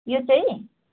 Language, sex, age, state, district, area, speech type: Nepali, female, 30-45, West Bengal, Darjeeling, rural, conversation